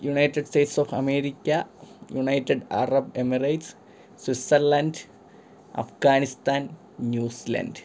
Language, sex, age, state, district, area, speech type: Malayalam, male, 18-30, Kerala, Thiruvananthapuram, rural, spontaneous